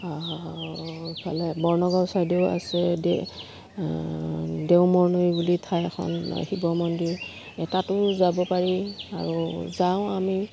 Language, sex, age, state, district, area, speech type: Assamese, female, 45-60, Assam, Udalguri, rural, spontaneous